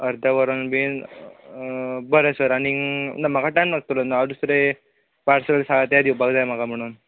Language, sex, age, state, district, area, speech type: Goan Konkani, male, 18-30, Goa, Bardez, urban, conversation